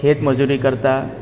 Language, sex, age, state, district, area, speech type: Gujarati, male, 18-30, Gujarat, Valsad, rural, spontaneous